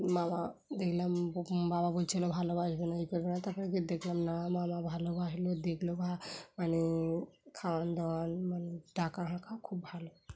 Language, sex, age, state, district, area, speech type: Bengali, female, 30-45, West Bengal, Dakshin Dinajpur, urban, spontaneous